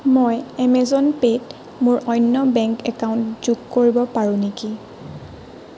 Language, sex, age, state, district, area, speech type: Assamese, female, 18-30, Assam, Morigaon, rural, read